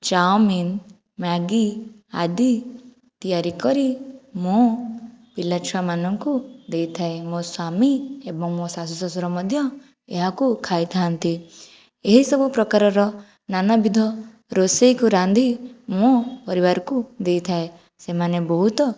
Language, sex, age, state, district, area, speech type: Odia, female, 45-60, Odisha, Jajpur, rural, spontaneous